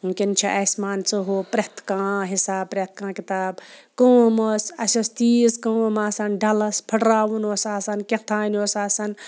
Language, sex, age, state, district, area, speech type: Kashmiri, female, 45-60, Jammu and Kashmir, Shopian, rural, spontaneous